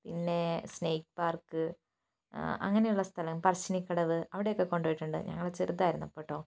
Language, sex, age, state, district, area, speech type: Malayalam, female, 18-30, Kerala, Wayanad, rural, spontaneous